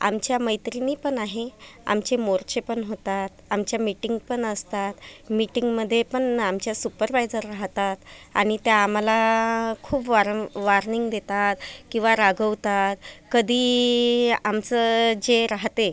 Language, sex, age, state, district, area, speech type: Marathi, female, 30-45, Maharashtra, Amravati, urban, spontaneous